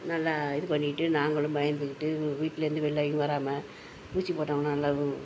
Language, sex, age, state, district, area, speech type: Tamil, female, 60+, Tamil Nadu, Mayiladuthurai, urban, spontaneous